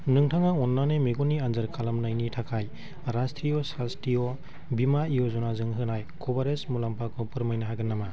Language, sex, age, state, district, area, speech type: Bodo, male, 30-45, Assam, Kokrajhar, rural, read